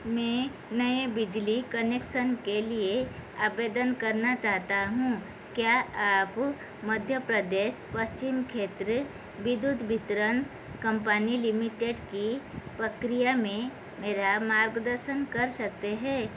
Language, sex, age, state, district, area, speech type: Hindi, female, 45-60, Madhya Pradesh, Chhindwara, rural, read